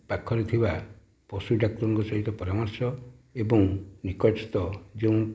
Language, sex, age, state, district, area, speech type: Odia, male, 60+, Odisha, Nayagarh, rural, spontaneous